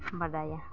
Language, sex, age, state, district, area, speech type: Santali, female, 30-45, Jharkhand, East Singhbhum, rural, spontaneous